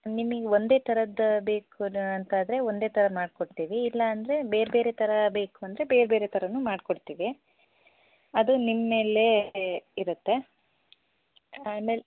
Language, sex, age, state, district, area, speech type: Kannada, female, 18-30, Karnataka, Shimoga, rural, conversation